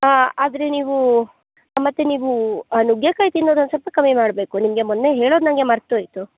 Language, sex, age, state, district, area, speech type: Kannada, female, 18-30, Karnataka, Chikkamagaluru, rural, conversation